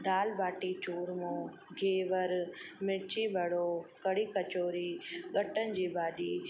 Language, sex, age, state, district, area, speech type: Sindhi, female, 30-45, Rajasthan, Ajmer, urban, spontaneous